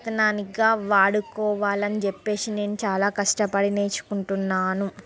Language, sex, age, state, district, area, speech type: Telugu, female, 30-45, Andhra Pradesh, Srikakulam, urban, spontaneous